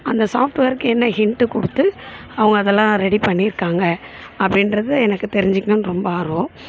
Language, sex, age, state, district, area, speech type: Tamil, female, 30-45, Tamil Nadu, Chennai, urban, spontaneous